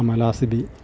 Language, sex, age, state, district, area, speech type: Malayalam, male, 60+, Kerala, Idukki, rural, spontaneous